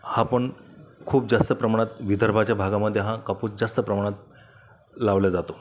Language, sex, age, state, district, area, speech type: Marathi, male, 45-60, Maharashtra, Buldhana, rural, spontaneous